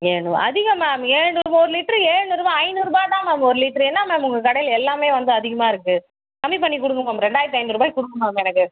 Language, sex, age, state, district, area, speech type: Tamil, female, 18-30, Tamil Nadu, Viluppuram, rural, conversation